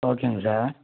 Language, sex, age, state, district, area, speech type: Tamil, male, 18-30, Tamil Nadu, Vellore, urban, conversation